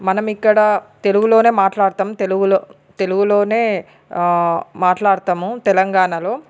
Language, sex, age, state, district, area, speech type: Telugu, female, 45-60, Andhra Pradesh, Srikakulam, urban, spontaneous